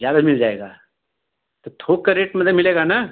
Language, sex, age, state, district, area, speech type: Hindi, male, 60+, Uttar Pradesh, Ghazipur, rural, conversation